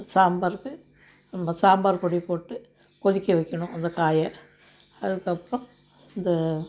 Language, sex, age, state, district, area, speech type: Tamil, female, 60+, Tamil Nadu, Thoothukudi, rural, spontaneous